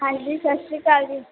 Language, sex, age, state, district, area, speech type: Punjabi, female, 18-30, Punjab, Barnala, urban, conversation